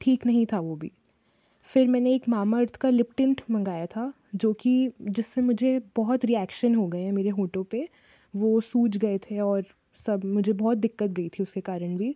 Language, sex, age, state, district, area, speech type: Hindi, female, 30-45, Madhya Pradesh, Jabalpur, urban, spontaneous